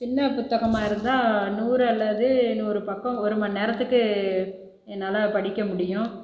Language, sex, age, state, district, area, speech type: Tamil, female, 30-45, Tamil Nadu, Tiruchirappalli, rural, spontaneous